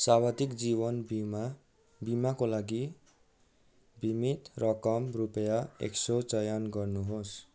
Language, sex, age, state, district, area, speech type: Nepali, male, 45-60, West Bengal, Darjeeling, rural, read